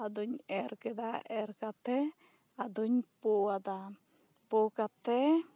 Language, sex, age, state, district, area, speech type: Santali, female, 30-45, West Bengal, Bankura, rural, spontaneous